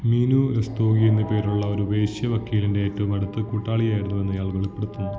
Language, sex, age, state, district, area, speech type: Malayalam, male, 18-30, Kerala, Idukki, rural, read